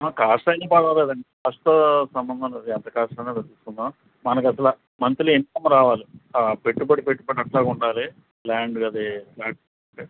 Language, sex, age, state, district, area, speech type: Telugu, male, 60+, Andhra Pradesh, Nandyal, urban, conversation